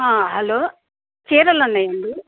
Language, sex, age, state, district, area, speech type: Telugu, female, 45-60, Andhra Pradesh, Bapatla, urban, conversation